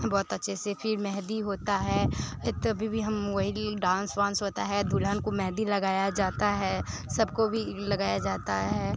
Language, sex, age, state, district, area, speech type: Hindi, female, 18-30, Bihar, Muzaffarpur, rural, spontaneous